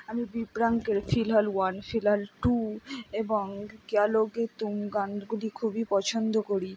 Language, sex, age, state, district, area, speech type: Bengali, female, 60+, West Bengal, Purba Bardhaman, rural, spontaneous